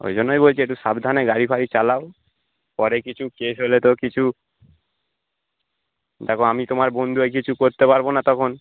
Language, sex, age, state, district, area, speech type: Bengali, male, 18-30, West Bengal, North 24 Parganas, urban, conversation